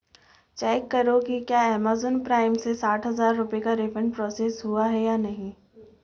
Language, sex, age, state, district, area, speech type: Hindi, female, 18-30, Madhya Pradesh, Chhindwara, urban, read